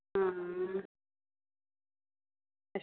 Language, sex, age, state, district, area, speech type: Dogri, female, 30-45, Jammu and Kashmir, Udhampur, rural, conversation